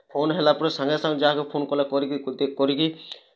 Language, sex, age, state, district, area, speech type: Odia, male, 18-30, Odisha, Kalahandi, rural, spontaneous